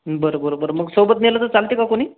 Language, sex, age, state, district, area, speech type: Marathi, male, 30-45, Maharashtra, Akola, urban, conversation